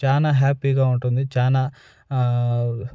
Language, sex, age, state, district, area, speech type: Telugu, male, 30-45, Andhra Pradesh, Nellore, rural, spontaneous